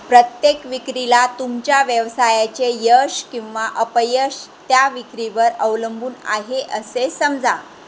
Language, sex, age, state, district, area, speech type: Marathi, female, 45-60, Maharashtra, Jalna, rural, read